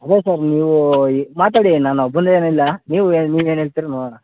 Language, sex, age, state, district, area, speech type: Kannada, male, 30-45, Karnataka, Mandya, rural, conversation